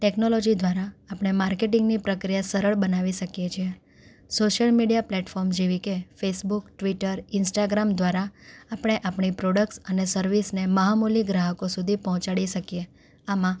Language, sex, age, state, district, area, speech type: Gujarati, female, 18-30, Gujarat, Anand, urban, spontaneous